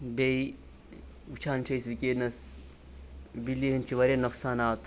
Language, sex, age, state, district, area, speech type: Kashmiri, male, 18-30, Jammu and Kashmir, Baramulla, urban, spontaneous